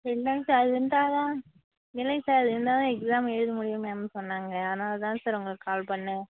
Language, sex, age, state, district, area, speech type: Tamil, female, 60+, Tamil Nadu, Cuddalore, rural, conversation